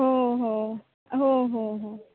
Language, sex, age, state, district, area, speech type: Marathi, female, 18-30, Maharashtra, Sindhudurg, rural, conversation